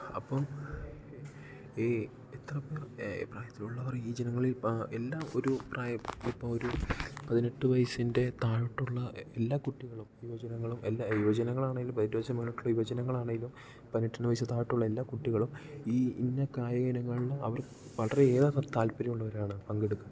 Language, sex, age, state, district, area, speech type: Malayalam, male, 18-30, Kerala, Idukki, rural, spontaneous